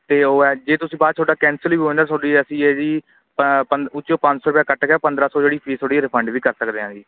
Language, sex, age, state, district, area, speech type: Punjabi, male, 30-45, Punjab, Kapurthala, urban, conversation